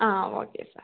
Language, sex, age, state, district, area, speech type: Malayalam, female, 30-45, Kerala, Idukki, rural, conversation